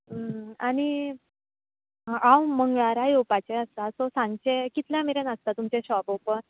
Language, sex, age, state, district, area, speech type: Goan Konkani, female, 18-30, Goa, Bardez, rural, conversation